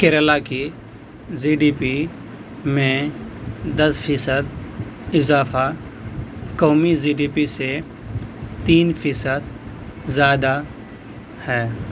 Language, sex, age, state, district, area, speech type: Urdu, male, 18-30, Bihar, Purnia, rural, read